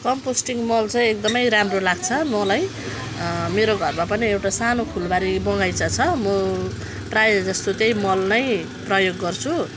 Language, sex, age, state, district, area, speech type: Nepali, female, 45-60, West Bengal, Jalpaiguri, urban, spontaneous